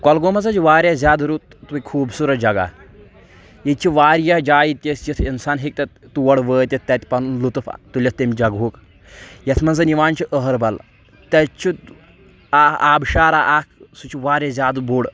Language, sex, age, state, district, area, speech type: Kashmiri, male, 18-30, Jammu and Kashmir, Kulgam, rural, spontaneous